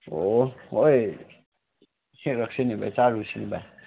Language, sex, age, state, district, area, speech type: Manipuri, male, 18-30, Manipur, Chandel, rural, conversation